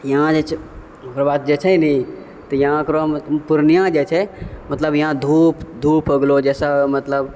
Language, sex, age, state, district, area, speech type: Maithili, male, 30-45, Bihar, Purnia, urban, spontaneous